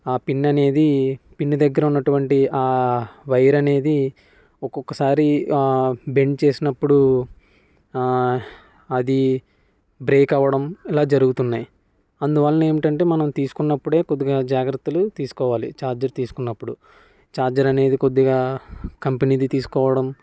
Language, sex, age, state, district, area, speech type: Telugu, male, 18-30, Andhra Pradesh, Konaseema, rural, spontaneous